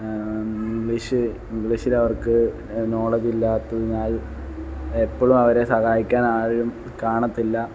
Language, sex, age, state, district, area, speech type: Malayalam, male, 18-30, Kerala, Alappuzha, rural, spontaneous